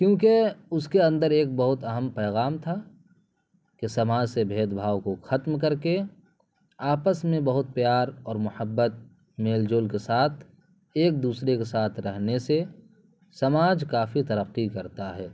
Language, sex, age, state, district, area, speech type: Urdu, male, 30-45, Bihar, Purnia, rural, spontaneous